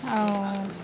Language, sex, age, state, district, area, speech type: Odia, female, 30-45, Odisha, Rayagada, rural, spontaneous